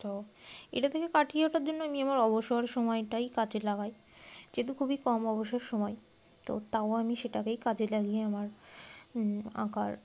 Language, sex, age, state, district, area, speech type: Bengali, female, 18-30, West Bengal, Darjeeling, urban, spontaneous